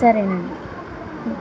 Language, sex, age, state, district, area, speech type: Telugu, female, 18-30, Telangana, Karimnagar, urban, spontaneous